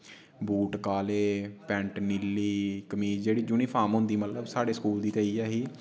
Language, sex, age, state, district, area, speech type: Dogri, male, 18-30, Jammu and Kashmir, Udhampur, rural, spontaneous